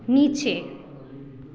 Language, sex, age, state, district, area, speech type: Hindi, female, 18-30, Bihar, Samastipur, rural, read